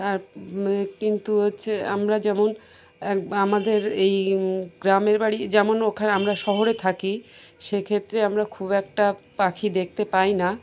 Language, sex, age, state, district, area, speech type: Bengali, female, 30-45, West Bengal, Birbhum, urban, spontaneous